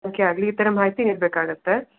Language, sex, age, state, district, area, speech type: Kannada, female, 18-30, Karnataka, Shimoga, rural, conversation